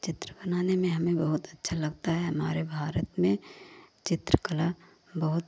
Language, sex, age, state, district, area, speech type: Hindi, female, 30-45, Uttar Pradesh, Pratapgarh, rural, spontaneous